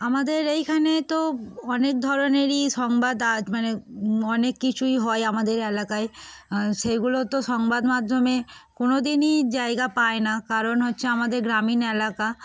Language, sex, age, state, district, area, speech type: Bengali, female, 18-30, West Bengal, Darjeeling, urban, spontaneous